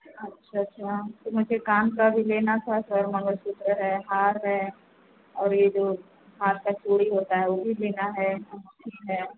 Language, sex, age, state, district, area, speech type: Hindi, female, 45-60, Uttar Pradesh, Azamgarh, rural, conversation